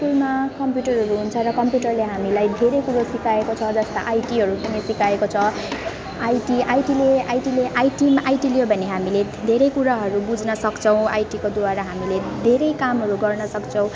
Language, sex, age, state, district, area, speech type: Nepali, female, 18-30, West Bengal, Alipurduar, urban, spontaneous